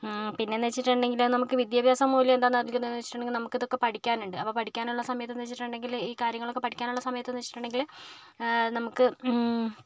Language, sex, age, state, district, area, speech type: Malayalam, female, 30-45, Kerala, Kozhikode, rural, spontaneous